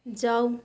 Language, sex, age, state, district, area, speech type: Nepali, female, 45-60, West Bengal, Darjeeling, rural, read